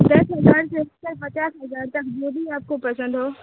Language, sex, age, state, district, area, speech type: Urdu, female, 18-30, Bihar, Supaul, rural, conversation